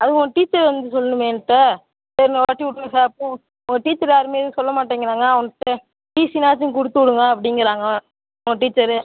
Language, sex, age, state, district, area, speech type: Tamil, male, 18-30, Tamil Nadu, Tiruchirappalli, rural, conversation